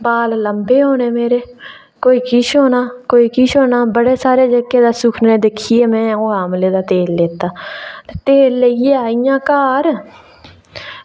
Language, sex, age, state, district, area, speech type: Dogri, female, 18-30, Jammu and Kashmir, Reasi, rural, spontaneous